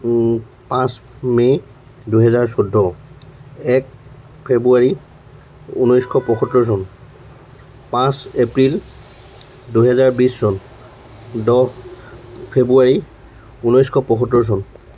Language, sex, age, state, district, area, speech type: Assamese, male, 60+, Assam, Tinsukia, rural, spontaneous